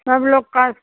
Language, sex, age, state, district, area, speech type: Hindi, female, 45-60, Uttar Pradesh, Chandauli, urban, conversation